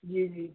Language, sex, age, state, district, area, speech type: Urdu, male, 18-30, Uttar Pradesh, Saharanpur, urban, conversation